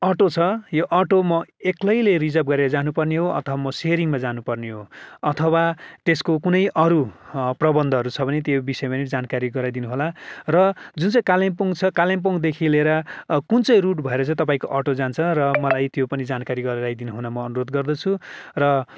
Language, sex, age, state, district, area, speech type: Nepali, male, 45-60, West Bengal, Kalimpong, rural, spontaneous